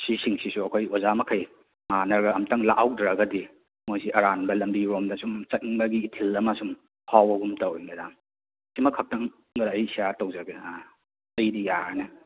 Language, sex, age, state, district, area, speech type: Manipuri, male, 30-45, Manipur, Kakching, rural, conversation